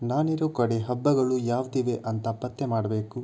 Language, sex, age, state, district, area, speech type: Kannada, male, 18-30, Karnataka, Tumkur, urban, read